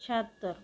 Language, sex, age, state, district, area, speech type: Marathi, female, 45-60, Maharashtra, Amravati, urban, spontaneous